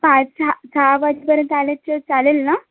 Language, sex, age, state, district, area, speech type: Marathi, female, 18-30, Maharashtra, Nagpur, urban, conversation